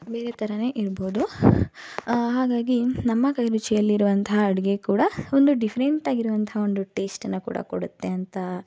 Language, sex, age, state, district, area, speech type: Kannada, female, 18-30, Karnataka, Mysore, urban, spontaneous